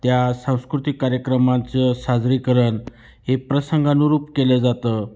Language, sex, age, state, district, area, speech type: Marathi, male, 45-60, Maharashtra, Nashik, rural, spontaneous